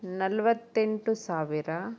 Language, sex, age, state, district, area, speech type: Kannada, female, 30-45, Karnataka, Shimoga, rural, spontaneous